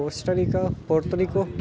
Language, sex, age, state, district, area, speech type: Punjabi, male, 18-30, Punjab, Ludhiana, urban, spontaneous